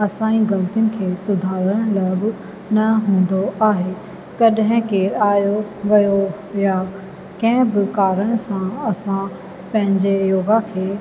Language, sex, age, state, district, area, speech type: Sindhi, female, 45-60, Rajasthan, Ajmer, urban, spontaneous